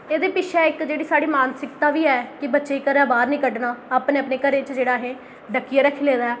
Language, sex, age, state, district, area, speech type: Dogri, female, 18-30, Jammu and Kashmir, Jammu, rural, spontaneous